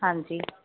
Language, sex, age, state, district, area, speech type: Punjabi, female, 30-45, Punjab, Jalandhar, urban, conversation